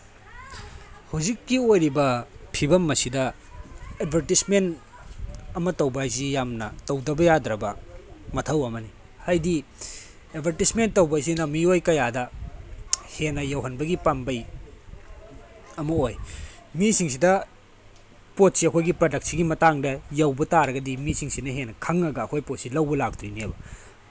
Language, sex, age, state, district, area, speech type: Manipuri, male, 30-45, Manipur, Tengnoupal, rural, spontaneous